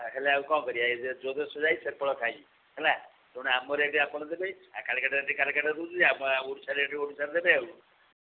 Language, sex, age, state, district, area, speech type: Odia, female, 60+, Odisha, Sundergarh, rural, conversation